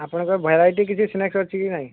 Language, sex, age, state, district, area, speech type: Odia, male, 30-45, Odisha, Balasore, rural, conversation